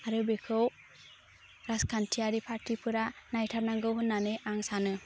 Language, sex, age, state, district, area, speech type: Bodo, female, 18-30, Assam, Baksa, rural, spontaneous